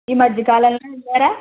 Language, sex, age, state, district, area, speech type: Telugu, female, 60+, Andhra Pradesh, East Godavari, rural, conversation